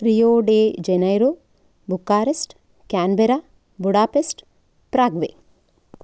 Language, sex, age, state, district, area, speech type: Sanskrit, female, 45-60, Karnataka, Udupi, urban, spontaneous